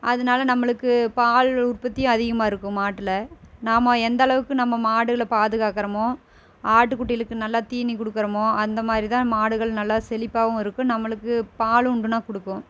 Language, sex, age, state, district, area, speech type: Tamil, female, 30-45, Tamil Nadu, Erode, rural, spontaneous